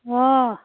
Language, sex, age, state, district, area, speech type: Assamese, female, 30-45, Assam, Darrang, rural, conversation